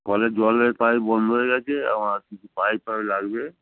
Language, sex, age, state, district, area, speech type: Bengali, male, 45-60, West Bengal, Hooghly, rural, conversation